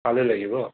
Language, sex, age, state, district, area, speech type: Assamese, male, 18-30, Assam, Morigaon, rural, conversation